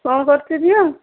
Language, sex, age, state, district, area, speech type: Odia, female, 18-30, Odisha, Dhenkanal, rural, conversation